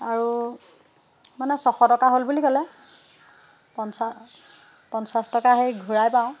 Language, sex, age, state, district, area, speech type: Assamese, female, 45-60, Assam, Jorhat, urban, spontaneous